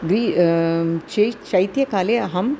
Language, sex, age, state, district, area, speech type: Sanskrit, female, 60+, Tamil Nadu, Thanjavur, urban, spontaneous